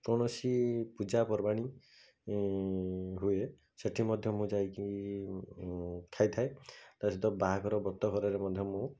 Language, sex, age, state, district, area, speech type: Odia, male, 18-30, Odisha, Bhadrak, rural, spontaneous